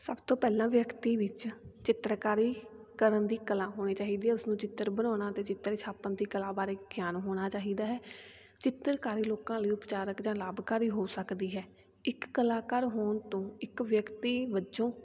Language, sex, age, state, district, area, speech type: Punjabi, female, 18-30, Punjab, Fatehgarh Sahib, rural, spontaneous